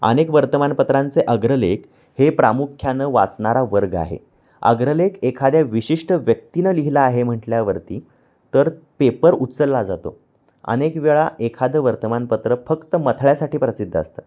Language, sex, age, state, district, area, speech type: Marathi, male, 30-45, Maharashtra, Kolhapur, urban, spontaneous